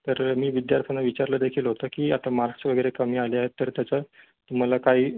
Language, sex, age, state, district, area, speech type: Marathi, male, 18-30, Maharashtra, Ratnagiri, urban, conversation